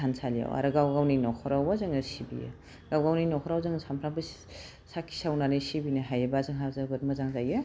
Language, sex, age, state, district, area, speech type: Bodo, female, 45-60, Assam, Udalguri, urban, spontaneous